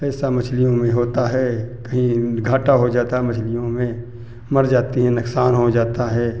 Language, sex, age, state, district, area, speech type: Hindi, male, 45-60, Uttar Pradesh, Hardoi, rural, spontaneous